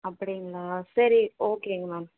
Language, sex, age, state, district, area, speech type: Tamil, female, 18-30, Tamil Nadu, Vellore, urban, conversation